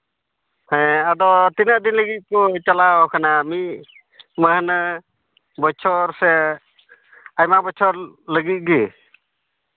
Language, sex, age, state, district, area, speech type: Santali, male, 30-45, Jharkhand, Pakur, rural, conversation